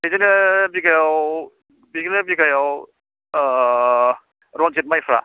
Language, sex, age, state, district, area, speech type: Bodo, male, 45-60, Assam, Kokrajhar, rural, conversation